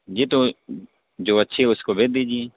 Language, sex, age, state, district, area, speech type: Urdu, male, 18-30, Uttar Pradesh, Saharanpur, urban, conversation